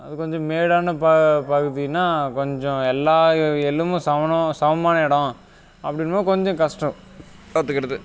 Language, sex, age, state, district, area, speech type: Tamil, male, 30-45, Tamil Nadu, Dharmapuri, rural, spontaneous